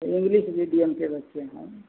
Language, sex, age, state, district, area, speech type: Hindi, male, 45-60, Uttar Pradesh, Azamgarh, rural, conversation